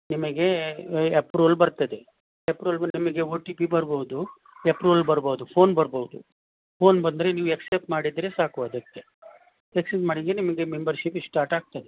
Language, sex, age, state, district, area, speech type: Kannada, male, 60+, Karnataka, Udupi, rural, conversation